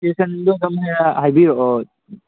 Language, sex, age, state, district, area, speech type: Manipuri, male, 18-30, Manipur, Kangpokpi, urban, conversation